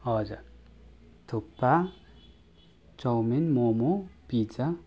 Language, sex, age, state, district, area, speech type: Nepali, male, 30-45, West Bengal, Kalimpong, rural, spontaneous